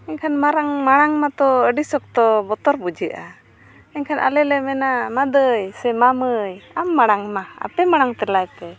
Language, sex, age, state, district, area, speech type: Santali, female, 30-45, Jharkhand, East Singhbhum, rural, spontaneous